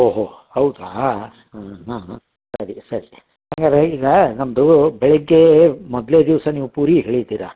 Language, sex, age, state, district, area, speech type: Kannada, male, 60+, Karnataka, Dharwad, rural, conversation